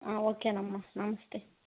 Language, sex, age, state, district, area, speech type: Telugu, female, 18-30, Andhra Pradesh, Nellore, rural, conversation